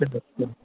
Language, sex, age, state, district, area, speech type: Urdu, male, 30-45, Bihar, Gaya, urban, conversation